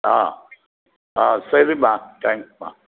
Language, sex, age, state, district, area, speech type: Tamil, male, 60+, Tamil Nadu, Krishnagiri, rural, conversation